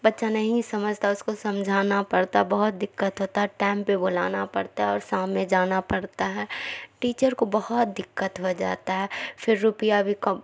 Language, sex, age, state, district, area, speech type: Urdu, female, 45-60, Bihar, Khagaria, rural, spontaneous